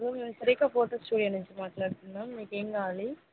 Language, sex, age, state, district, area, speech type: Telugu, female, 18-30, Andhra Pradesh, Kadapa, rural, conversation